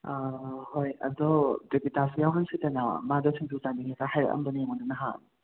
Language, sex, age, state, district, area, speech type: Manipuri, other, 30-45, Manipur, Imphal West, urban, conversation